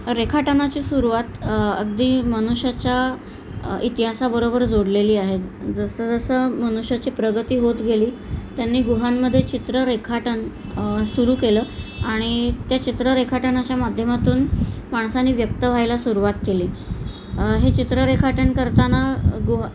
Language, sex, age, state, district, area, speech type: Marathi, female, 45-60, Maharashtra, Thane, rural, spontaneous